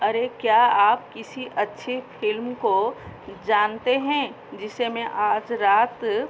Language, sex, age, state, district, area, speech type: Hindi, female, 45-60, Madhya Pradesh, Chhindwara, rural, read